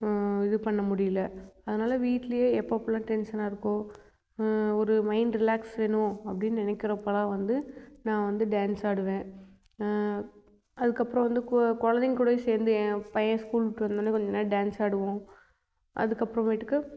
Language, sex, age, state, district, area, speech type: Tamil, female, 18-30, Tamil Nadu, Namakkal, rural, spontaneous